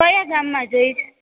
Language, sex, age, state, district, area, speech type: Gujarati, female, 18-30, Gujarat, Rajkot, urban, conversation